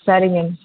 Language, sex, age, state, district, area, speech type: Tamil, female, 45-60, Tamil Nadu, Kanchipuram, urban, conversation